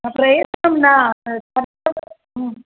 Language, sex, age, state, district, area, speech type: Sanskrit, female, 45-60, Tamil Nadu, Chennai, urban, conversation